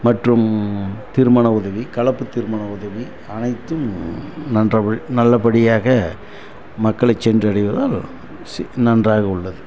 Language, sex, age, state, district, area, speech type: Tamil, male, 60+, Tamil Nadu, Dharmapuri, rural, spontaneous